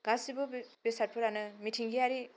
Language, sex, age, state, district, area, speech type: Bodo, female, 18-30, Assam, Kokrajhar, rural, spontaneous